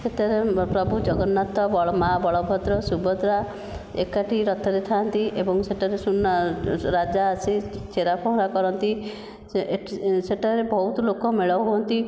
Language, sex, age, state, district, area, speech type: Odia, female, 60+, Odisha, Nayagarh, rural, spontaneous